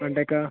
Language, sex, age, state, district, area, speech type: Malayalam, male, 18-30, Kerala, Kasaragod, rural, conversation